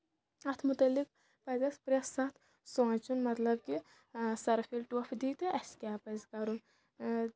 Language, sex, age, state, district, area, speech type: Kashmiri, female, 30-45, Jammu and Kashmir, Kulgam, rural, spontaneous